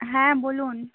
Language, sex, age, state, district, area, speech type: Bengali, female, 30-45, West Bengal, South 24 Parganas, rural, conversation